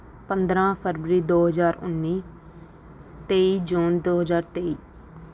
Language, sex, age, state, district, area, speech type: Punjabi, female, 18-30, Punjab, Rupnagar, urban, spontaneous